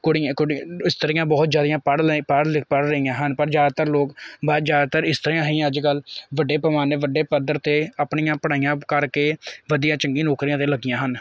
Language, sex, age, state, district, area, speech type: Punjabi, male, 18-30, Punjab, Kapurthala, urban, spontaneous